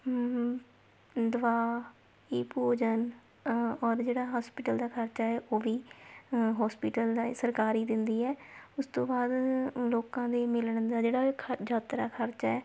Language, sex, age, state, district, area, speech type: Punjabi, female, 18-30, Punjab, Shaheed Bhagat Singh Nagar, rural, spontaneous